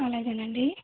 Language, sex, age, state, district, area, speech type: Telugu, female, 60+, Andhra Pradesh, East Godavari, urban, conversation